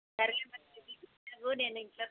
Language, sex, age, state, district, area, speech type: Telugu, female, 60+, Andhra Pradesh, Konaseema, rural, conversation